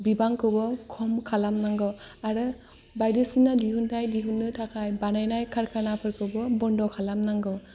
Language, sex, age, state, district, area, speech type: Bodo, female, 18-30, Assam, Kokrajhar, rural, spontaneous